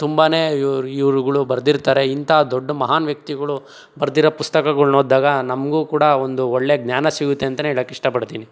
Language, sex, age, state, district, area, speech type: Kannada, male, 60+, Karnataka, Tumkur, rural, spontaneous